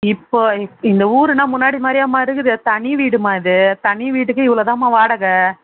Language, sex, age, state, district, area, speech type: Tamil, female, 18-30, Tamil Nadu, Vellore, urban, conversation